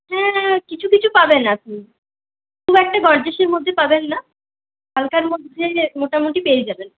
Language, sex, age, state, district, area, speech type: Bengali, female, 30-45, West Bengal, Purulia, rural, conversation